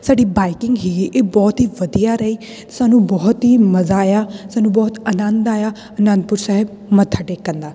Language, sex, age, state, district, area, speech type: Punjabi, female, 18-30, Punjab, Tarn Taran, rural, spontaneous